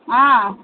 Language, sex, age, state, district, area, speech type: Tamil, female, 30-45, Tamil Nadu, Tirunelveli, urban, conversation